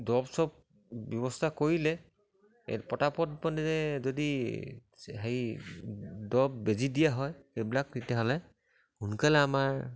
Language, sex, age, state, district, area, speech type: Assamese, male, 45-60, Assam, Sivasagar, rural, spontaneous